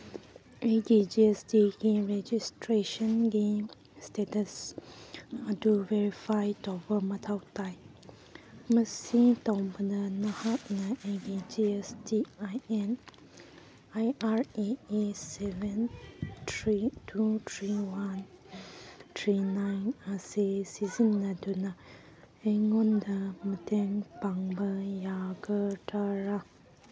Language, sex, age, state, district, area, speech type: Manipuri, female, 18-30, Manipur, Kangpokpi, urban, read